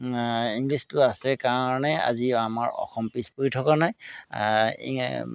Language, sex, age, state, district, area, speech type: Assamese, male, 60+, Assam, Golaghat, urban, spontaneous